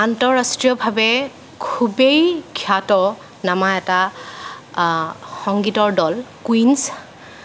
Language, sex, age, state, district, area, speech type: Assamese, female, 18-30, Assam, Nagaon, rural, spontaneous